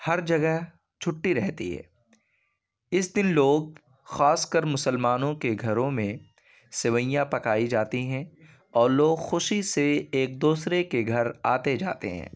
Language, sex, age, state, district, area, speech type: Urdu, male, 18-30, Uttar Pradesh, Ghaziabad, urban, spontaneous